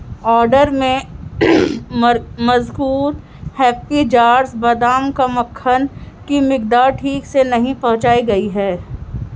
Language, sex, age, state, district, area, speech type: Urdu, female, 18-30, Delhi, Central Delhi, urban, read